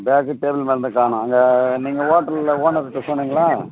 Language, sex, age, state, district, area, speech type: Tamil, male, 45-60, Tamil Nadu, Tiruvannamalai, rural, conversation